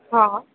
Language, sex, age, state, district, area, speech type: Sindhi, female, 18-30, Gujarat, Junagadh, urban, conversation